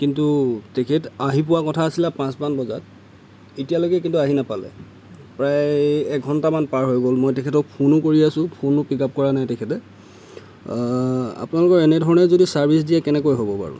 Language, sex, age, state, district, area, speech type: Assamese, male, 30-45, Assam, Lakhimpur, rural, spontaneous